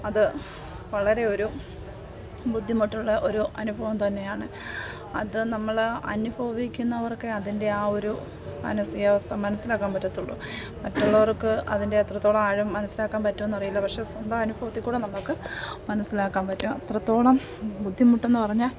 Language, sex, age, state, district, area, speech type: Malayalam, female, 30-45, Kerala, Pathanamthitta, rural, spontaneous